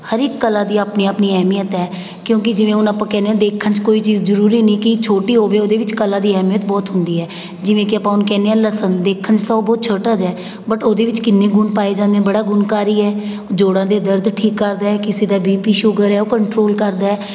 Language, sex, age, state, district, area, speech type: Punjabi, female, 30-45, Punjab, Patiala, urban, spontaneous